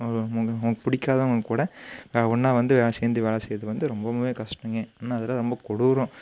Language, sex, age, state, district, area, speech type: Tamil, male, 18-30, Tamil Nadu, Coimbatore, urban, spontaneous